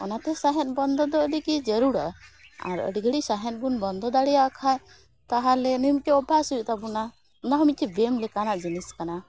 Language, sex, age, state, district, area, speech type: Santali, female, 18-30, West Bengal, Malda, rural, spontaneous